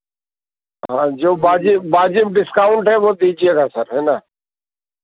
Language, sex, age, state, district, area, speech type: Hindi, male, 45-60, Madhya Pradesh, Ujjain, urban, conversation